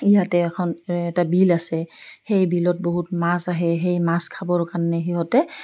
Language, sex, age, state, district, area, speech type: Assamese, female, 45-60, Assam, Goalpara, urban, spontaneous